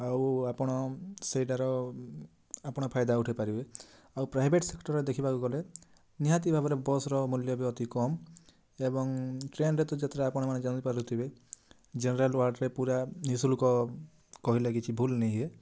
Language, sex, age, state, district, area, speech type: Odia, male, 18-30, Odisha, Kalahandi, rural, spontaneous